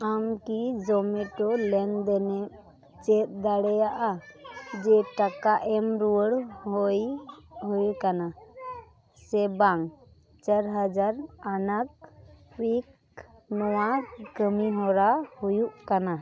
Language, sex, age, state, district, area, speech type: Santali, female, 18-30, West Bengal, Dakshin Dinajpur, rural, read